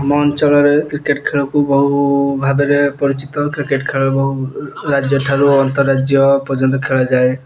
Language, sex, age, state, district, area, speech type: Odia, male, 18-30, Odisha, Kendrapara, urban, spontaneous